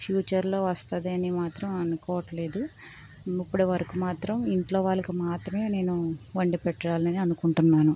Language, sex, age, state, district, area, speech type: Telugu, female, 18-30, Andhra Pradesh, West Godavari, rural, spontaneous